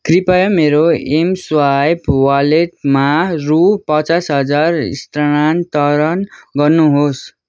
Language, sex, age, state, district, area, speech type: Nepali, male, 18-30, West Bengal, Darjeeling, rural, read